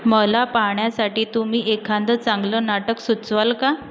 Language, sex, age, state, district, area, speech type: Marathi, female, 30-45, Maharashtra, Nagpur, urban, read